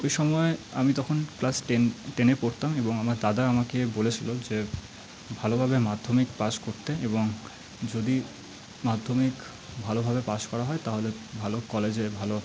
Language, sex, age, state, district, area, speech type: Bengali, male, 30-45, West Bengal, Paschim Bardhaman, urban, spontaneous